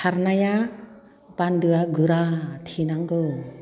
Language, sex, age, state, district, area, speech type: Bodo, female, 60+, Assam, Kokrajhar, urban, spontaneous